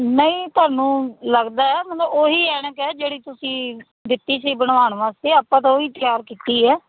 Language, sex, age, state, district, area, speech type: Punjabi, female, 30-45, Punjab, Fazilka, rural, conversation